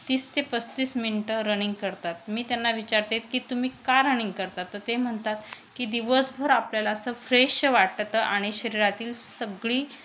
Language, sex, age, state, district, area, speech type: Marathi, female, 30-45, Maharashtra, Thane, urban, spontaneous